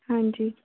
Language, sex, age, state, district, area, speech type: Punjabi, female, 18-30, Punjab, Shaheed Bhagat Singh Nagar, rural, conversation